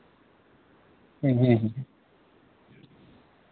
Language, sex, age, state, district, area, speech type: Santali, male, 18-30, West Bengal, Uttar Dinajpur, rural, conversation